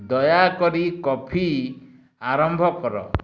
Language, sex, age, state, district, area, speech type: Odia, male, 60+, Odisha, Bargarh, rural, read